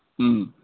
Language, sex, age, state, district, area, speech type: Manipuri, male, 60+, Manipur, Imphal East, rural, conversation